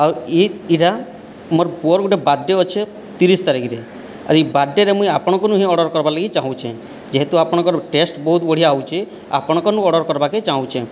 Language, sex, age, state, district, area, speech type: Odia, male, 18-30, Odisha, Boudh, rural, spontaneous